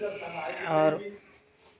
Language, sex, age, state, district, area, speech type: Hindi, female, 60+, Uttar Pradesh, Chandauli, urban, spontaneous